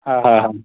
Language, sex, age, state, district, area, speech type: Gujarati, male, 18-30, Gujarat, Anand, urban, conversation